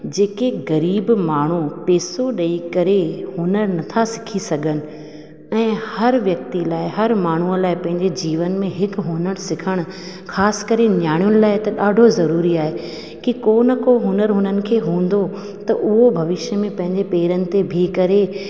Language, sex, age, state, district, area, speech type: Sindhi, female, 30-45, Rajasthan, Ajmer, urban, spontaneous